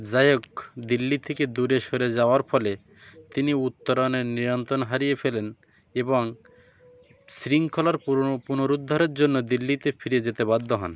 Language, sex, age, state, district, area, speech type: Bengali, male, 30-45, West Bengal, Birbhum, urban, read